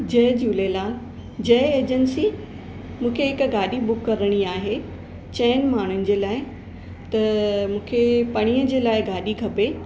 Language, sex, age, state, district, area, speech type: Sindhi, female, 45-60, Maharashtra, Mumbai Suburban, urban, spontaneous